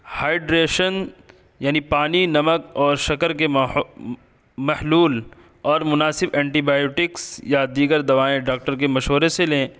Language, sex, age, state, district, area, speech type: Urdu, male, 18-30, Uttar Pradesh, Saharanpur, urban, spontaneous